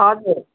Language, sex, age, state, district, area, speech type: Nepali, female, 45-60, West Bengal, Darjeeling, rural, conversation